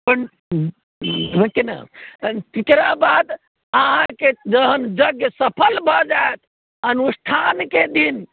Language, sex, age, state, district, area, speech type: Maithili, male, 60+, Bihar, Sitamarhi, rural, conversation